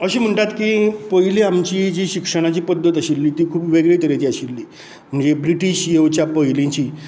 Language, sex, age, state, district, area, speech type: Goan Konkani, male, 60+, Goa, Canacona, rural, spontaneous